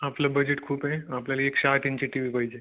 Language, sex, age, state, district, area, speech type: Marathi, male, 18-30, Maharashtra, Jalna, urban, conversation